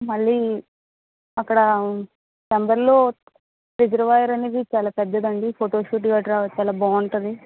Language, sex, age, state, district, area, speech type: Telugu, female, 18-30, Andhra Pradesh, Vizianagaram, rural, conversation